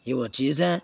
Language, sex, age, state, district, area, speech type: Urdu, male, 18-30, Bihar, Purnia, rural, spontaneous